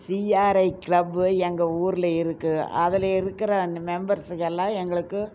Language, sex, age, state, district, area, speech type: Tamil, female, 60+, Tamil Nadu, Coimbatore, urban, spontaneous